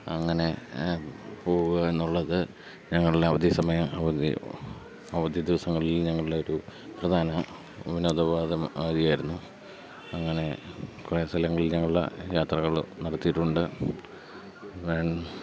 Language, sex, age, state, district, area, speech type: Malayalam, male, 30-45, Kerala, Pathanamthitta, urban, spontaneous